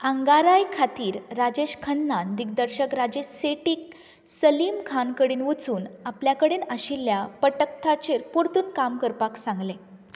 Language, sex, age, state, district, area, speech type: Goan Konkani, female, 18-30, Goa, Canacona, rural, read